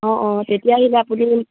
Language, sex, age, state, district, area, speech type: Assamese, female, 18-30, Assam, Dibrugarh, urban, conversation